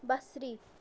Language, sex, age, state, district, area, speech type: Kashmiri, female, 18-30, Jammu and Kashmir, Kulgam, rural, read